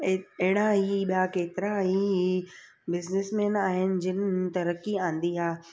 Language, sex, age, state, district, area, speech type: Sindhi, female, 30-45, Gujarat, Surat, urban, spontaneous